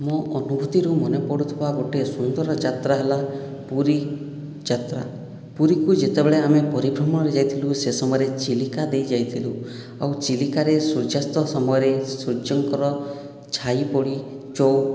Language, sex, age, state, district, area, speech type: Odia, male, 45-60, Odisha, Boudh, rural, spontaneous